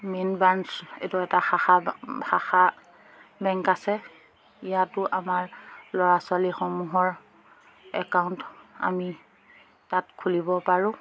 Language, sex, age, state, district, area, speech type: Assamese, female, 30-45, Assam, Lakhimpur, rural, spontaneous